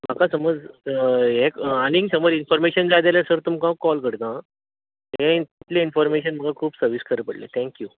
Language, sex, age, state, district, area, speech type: Goan Konkani, male, 30-45, Goa, Bardez, rural, conversation